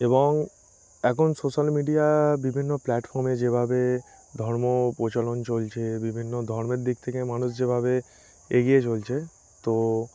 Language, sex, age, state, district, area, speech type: Bengali, male, 18-30, West Bengal, Darjeeling, urban, spontaneous